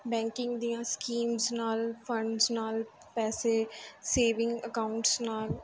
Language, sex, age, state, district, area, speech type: Punjabi, female, 18-30, Punjab, Mansa, urban, spontaneous